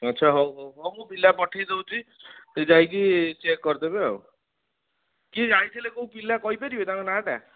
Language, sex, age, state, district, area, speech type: Odia, male, 30-45, Odisha, Cuttack, urban, conversation